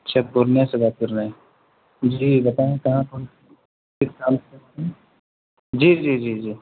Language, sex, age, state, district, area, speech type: Urdu, male, 18-30, Bihar, Purnia, rural, conversation